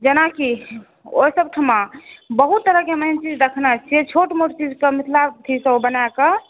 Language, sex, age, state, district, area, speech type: Maithili, female, 18-30, Bihar, Supaul, rural, conversation